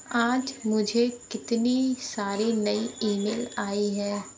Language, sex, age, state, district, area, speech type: Hindi, female, 60+, Uttar Pradesh, Sonbhadra, rural, read